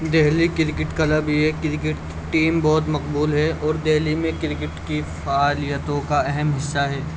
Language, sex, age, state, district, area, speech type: Urdu, male, 18-30, Delhi, Central Delhi, urban, spontaneous